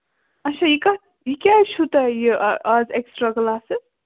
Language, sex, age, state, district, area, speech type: Kashmiri, female, 30-45, Jammu and Kashmir, Bandipora, rural, conversation